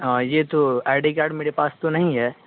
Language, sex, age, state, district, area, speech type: Urdu, male, 18-30, Bihar, Purnia, rural, conversation